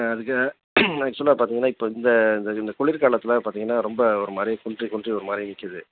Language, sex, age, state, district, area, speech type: Tamil, male, 30-45, Tamil Nadu, Salem, rural, conversation